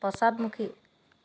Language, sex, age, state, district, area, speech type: Assamese, female, 30-45, Assam, Dhemaji, rural, read